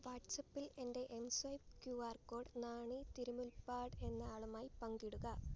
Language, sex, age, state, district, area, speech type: Malayalam, female, 18-30, Kerala, Alappuzha, rural, read